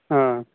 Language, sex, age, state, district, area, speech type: Manipuri, male, 18-30, Manipur, Churachandpur, rural, conversation